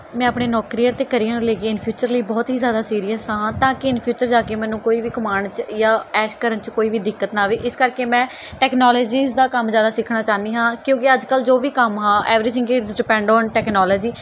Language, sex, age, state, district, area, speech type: Punjabi, female, 18-30, Punjab, Mohali, rural, spontaneous